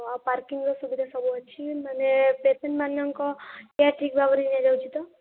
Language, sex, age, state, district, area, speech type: Odia, female, 18-30, Odisha, Jajpur, rural, conversation